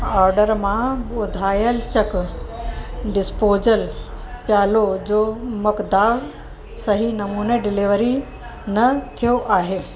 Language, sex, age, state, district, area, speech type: Sindhi, female, 45-60, Uttar Pradesh, Lucknow, urban, read